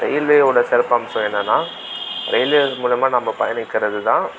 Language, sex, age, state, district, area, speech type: Tamil, male, 18-30, Tamil Nadu, Tiruvannamalai, rural, spontaneous